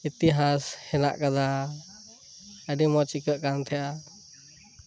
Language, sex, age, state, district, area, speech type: Santali, male, 18-30, West Bengal, Birbhum, rural, spontaneous